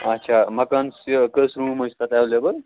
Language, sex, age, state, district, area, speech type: Kashmiri, male, 18-30, Jammu and Kashmir, Kupwara, rural, conversation